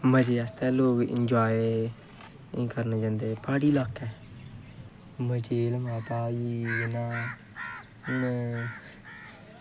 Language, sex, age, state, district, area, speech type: Dogri, male, 18-30, Jammu and Kashmir, Kathua, rural, spontaneous